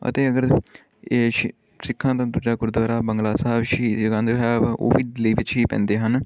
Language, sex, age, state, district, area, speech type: Punjabi, male, 18-30, Punjab, Amritsar, urban, spontaneous